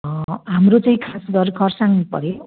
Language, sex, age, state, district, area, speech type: Nepali, female, 60+, West Bengal, Kalimpong, rural, conversation